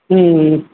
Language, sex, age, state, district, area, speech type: Tamil, male, 18-30, Tamil Nadu, Kallakurichi, rural, conversation